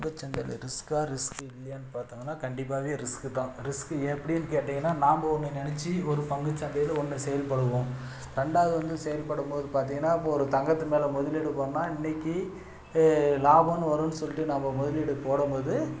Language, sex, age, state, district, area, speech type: Tamil, male, 30-45, Tamil Nadu, Dharmapuri, urban, spontaneous